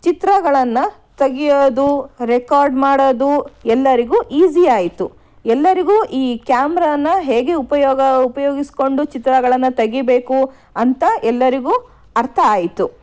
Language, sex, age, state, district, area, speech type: Kannada, female, 30-45, Karnataka, Shimoga, rural, spontaneous